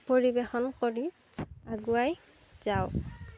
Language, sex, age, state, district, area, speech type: Assamese, female, 45-60, Assam, Darrang, rural, spontaneous